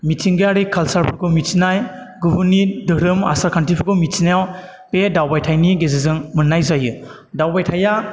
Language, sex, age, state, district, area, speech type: Bodo, male, 30-45, Assam, Chirang, rural, spontaneous